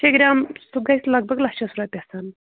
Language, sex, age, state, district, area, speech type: Kashmiri, female, 30-45, Jammu and Kashmir, Pulwama, rural, conversation